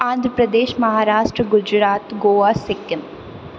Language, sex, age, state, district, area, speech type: Maithili, female, 30-45, Bihar, Purnia, urban, spontaneous